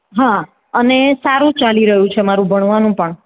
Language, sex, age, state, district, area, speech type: Gujarati, female, 45-60, Gujarat, Surat, urban, conversation